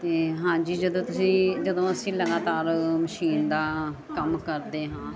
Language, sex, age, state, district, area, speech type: Punjabi, female, 45-60, Punjab, Gurdaspur, urban, spontaneous